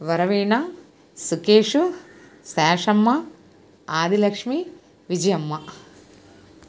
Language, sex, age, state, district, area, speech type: Telugu, female, 45-60, Andhra Pradesh, Nellore, rural, spontaneous